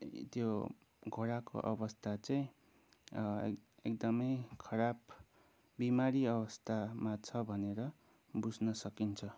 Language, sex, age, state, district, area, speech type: Nepali, male, 18-30, West Bengal, Kalimpong, rural, spontaneous